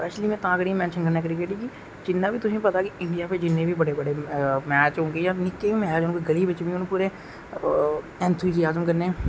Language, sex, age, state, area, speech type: Dogri, male, 18-30, Jammu and Kashmir, rural, spontaneous